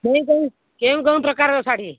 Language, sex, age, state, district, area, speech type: Odia, female, 60+, Odisha, Kendrapara, urban, conversation